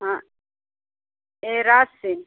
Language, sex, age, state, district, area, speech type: Hindi, female, 30-45, Uttar Pradesh, Bhadohi, rural, conversation